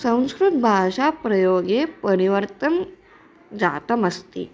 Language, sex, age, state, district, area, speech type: Sanskrit, female, 18-30, Maharashtra, Chandrapur, urban, spontaneous